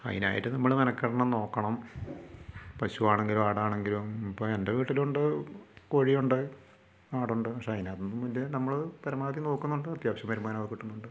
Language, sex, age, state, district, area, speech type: Malayalam, male, 45-60, Kerala, Malappuram, rural, spontaneous